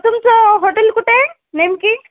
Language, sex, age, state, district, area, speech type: Marathi, female, 30-45, Maharashtra, Nanded, urban, conversation